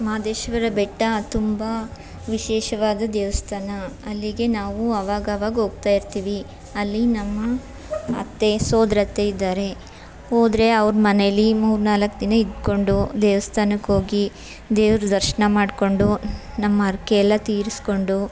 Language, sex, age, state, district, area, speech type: Kannada, female, 30-45, Karnataka, Chamarajanagar, rural, spontaneous